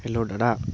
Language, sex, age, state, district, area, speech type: Assamese, male, 18-30, Assam, Dibrugarh, rural, spontaneous